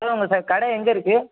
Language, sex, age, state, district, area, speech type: Tamil, female, 18-30, Tamil Nadu, Mayiladuthurai, urban, conversation